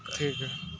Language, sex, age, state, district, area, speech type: Hindi, male, 60+, Uttar Pradesh, Mirzapur, urban, spontaneous